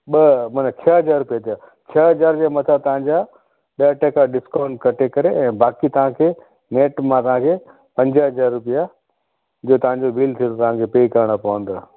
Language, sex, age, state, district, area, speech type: Sindhi, male, 45-60, Gujarat, Kutch, rural, conversation